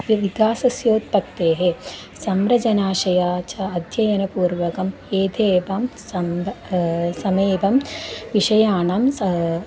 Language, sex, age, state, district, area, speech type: Sanskrit, female, 18-30, Kerala, Malappuram, urban, spontaneous